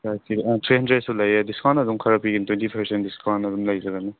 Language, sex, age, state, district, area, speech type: Manipuri, male, 18-30, Manipur, Tengnoupal, urban, conversation